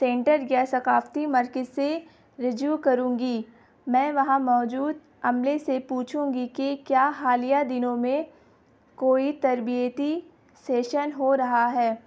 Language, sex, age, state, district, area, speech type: Urdu, female, 18-30, Bihar, Gaya, rural, spontaneous